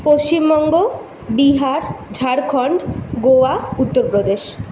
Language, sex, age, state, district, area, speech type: Bengali, female, 18-30, West Bengal, Kolkata, urban, spontaneous